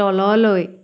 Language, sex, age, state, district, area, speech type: Assamese, female, 30-45, Assam, Sivasagar, rural, read